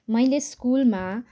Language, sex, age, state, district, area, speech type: Nepali, female, 30-45, West Bengal, Kalimpong, rural, spontaneous